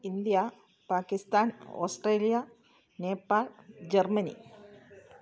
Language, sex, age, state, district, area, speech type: Malayalam, female, 45-60, Kerala, Kottayam, rural, spontaneous